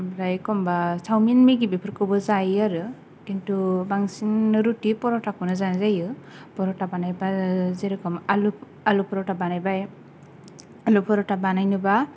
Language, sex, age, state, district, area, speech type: Bodo, female, 18-30, Assam, Kokrajhar, rural, spontaneous